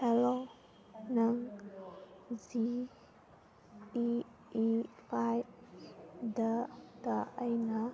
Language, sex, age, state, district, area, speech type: Manipuri, female, 30-45, Manipur, Kangpokpi, urban, read